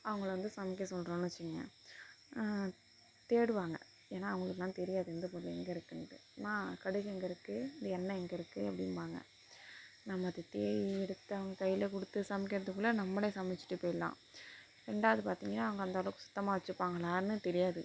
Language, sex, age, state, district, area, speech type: Tamil, female, 30-45, Tamil Nadu, Mayiladuthurai, rural, spontaneous